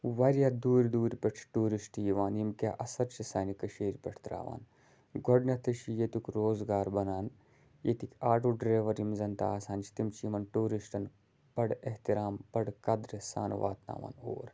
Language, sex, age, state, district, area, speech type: Kashmiri, male, 18-30, Jammu and Kashmir, Budgam, rural, spontaneous